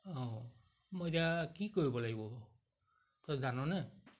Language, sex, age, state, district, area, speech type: Assamese, male, 60+, Assam, Majuli, urban, spontaneous